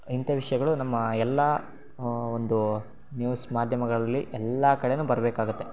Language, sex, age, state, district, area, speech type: Kannada, male, 18-30, Karnataka, Shimoga, rural, spontaneous